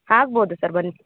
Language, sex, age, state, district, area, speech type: Kannada, female, 18-30, Karnataka, Chikkamagaluru, rural, conversation